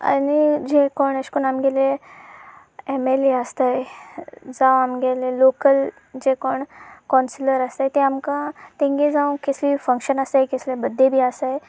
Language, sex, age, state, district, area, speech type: Goan Konkani, female, 18-30, Goa, Sanguem, rural, spontaneous